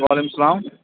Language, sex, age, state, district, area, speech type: Kashmiri, male, 30-45, Jammu and Kashmir, Baramulla, rural, conversation